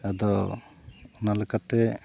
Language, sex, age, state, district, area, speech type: Santali, male, 45-60, West Bengal, Purulia, rural, spontaneous